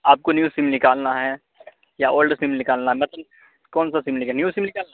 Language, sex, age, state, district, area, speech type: Urdu, male, 30-45, Bihar, Darbhanga, rural, conversation